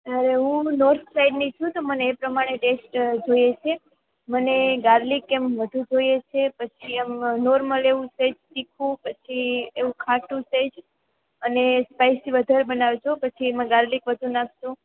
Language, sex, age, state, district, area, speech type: Gujarati, female, 18-30, Gujarat, Junagadh, rural, conversation